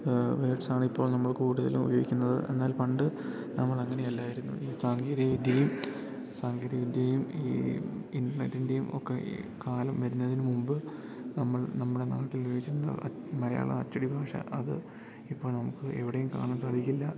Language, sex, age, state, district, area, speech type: Malayalam, male, 18-30, Kerala, Idukki, rural, spontaneous